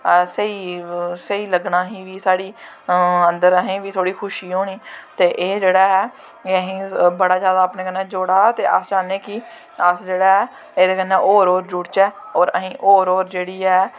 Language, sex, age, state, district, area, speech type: Dogri, female, 18-30, Jammu and Kashmir, Jammu, rural, spontaneous